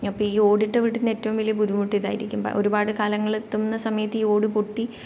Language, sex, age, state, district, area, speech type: Malayalam, female, 18-30, Kerala, Kannur, rural, spontaneous